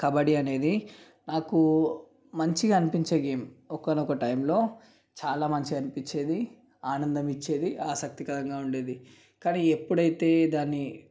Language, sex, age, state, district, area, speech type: Telugu, male, 18-30, Telangana, Nalgonda, urban, spontaneous